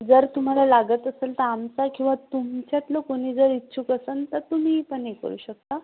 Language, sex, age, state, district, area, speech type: Marathi, female, 18-30, Maharashtra, Akola, rural, conversation